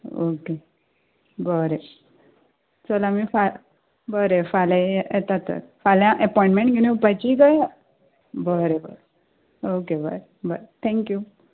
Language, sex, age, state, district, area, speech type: Goan Konkani, female, 18-30, Goa, Ponda, rural, conversation